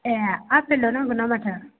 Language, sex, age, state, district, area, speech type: Bodo, female, 18-30, Assam, Chirang, rural, conversation